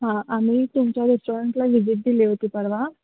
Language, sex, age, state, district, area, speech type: Marathi, female, 18-30, Maharashtra, Sangli, rural, conversation